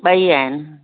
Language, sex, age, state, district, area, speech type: Sindhi, female, 60+, Delhi, South Delhi, urban, conversation